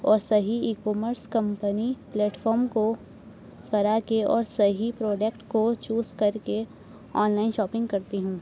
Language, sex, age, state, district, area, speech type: Urdu, female, 18-30, Delhi, North East Delhi, urban, spontaneous